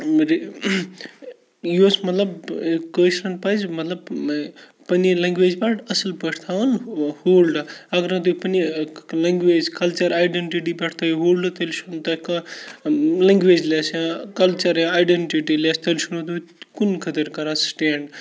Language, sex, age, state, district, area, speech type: Kashmiri, male, 18-30, Jammu and Kashmir, Kupwara, rural, spontaneous